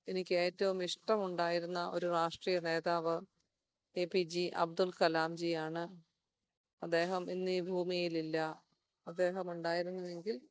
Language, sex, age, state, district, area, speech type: Malayalam, female, 45-60, Kerala, Kottayam, urban, spontaneous